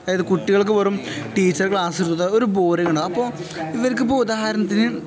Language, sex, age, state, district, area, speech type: Malayalam, male, 18-30, Kerala, Kozhikode, rural, spontaneous